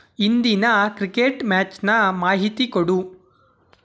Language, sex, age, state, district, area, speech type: Kannada, male, 18-30, Karnataka, Tumkur, urban, read